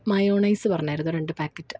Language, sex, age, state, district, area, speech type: Malayalam, female, 30-45, Kerala, Ernakulam, rural, spontaneous